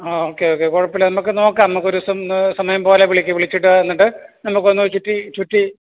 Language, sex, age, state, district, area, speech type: Malayalam, male, 30-45, Kerala, Alappuzha, rural, conversation